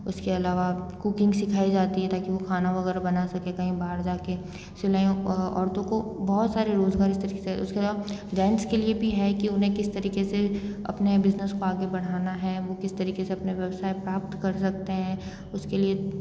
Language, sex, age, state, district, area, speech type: Hindi, female, 18-30, Rajasthan, Jodhpur, urban, spontaneous